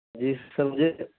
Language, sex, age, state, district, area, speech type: Urdu, male, 18-30, Uttar Pradesh, Saharanpur, urban, conversation